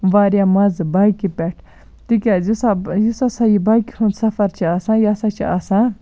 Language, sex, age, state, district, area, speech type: Kashmiri, female, 18-30, Jammu and Kashmir, Baramulla, rural, spontaneous